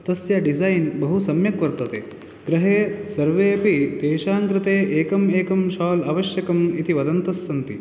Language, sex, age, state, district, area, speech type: Sanskrit, male, 18-30, Karnataka, Uttara Kannada, rural, spontaneous